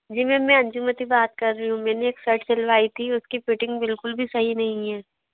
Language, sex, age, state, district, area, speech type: Hindi, female, 60+, Madhya Pradesh, Bhopal, urban, conversation